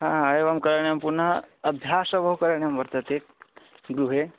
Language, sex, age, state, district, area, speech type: Sanskrit, male, 18-30, Odisha, Bargarh, rural, conversation